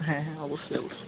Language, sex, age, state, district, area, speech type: Bengali, male, 18-30, West Bengal, Kolkata, urban, conversation